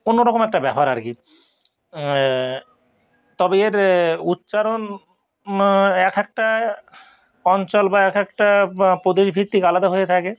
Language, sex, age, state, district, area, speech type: Bengali, male, 45-60, West Bengal, North 24 Parganas, rural, spontaneous